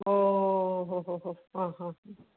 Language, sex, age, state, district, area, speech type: Malayalam, female, 30-45, Kerala, Pathanamthitta, rural, conversation